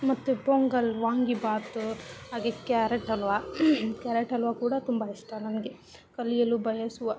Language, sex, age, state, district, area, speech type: Kannada, female, 30-45, Karnataka, Gadag, rural, spontaneous